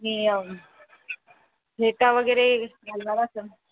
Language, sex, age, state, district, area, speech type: Marathi, female, 30-45, Maharashtra, Buldhana, rural, conversation